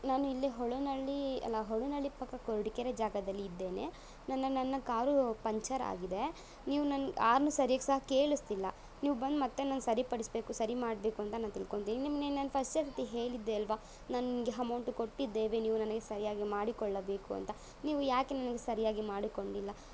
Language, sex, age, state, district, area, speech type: Kannada, female, 30-45, Karnataka, Tumkur, rural, spontaneous